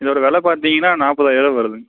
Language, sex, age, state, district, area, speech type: Tamil, male, 18-30, Tamil Nadu, Tiruppur, rural, conversation